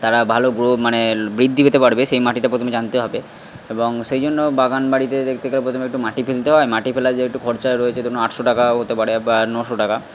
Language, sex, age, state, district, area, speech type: Bengali, male, 45-60, West Bengal, Purba Bardhaman, rural, spontaneous